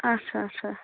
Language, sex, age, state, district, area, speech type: Kashmiri, female, 30-45, Jammu and Kashmir, Budgam, rural, conversation